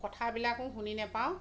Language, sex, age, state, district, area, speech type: Assamese, female, 30-45, Assam, Dhemaji, rural, spontaneous